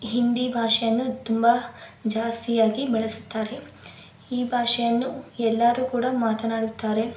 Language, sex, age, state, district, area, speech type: Kannada, female, 18-30, Karnataka, Davanagere, rural, spontaneous